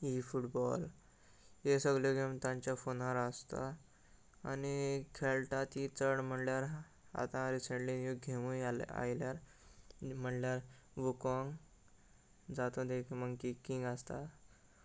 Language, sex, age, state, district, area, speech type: Goan Konkani, male, 18-30, Goa, Salcete, rural, spontaneous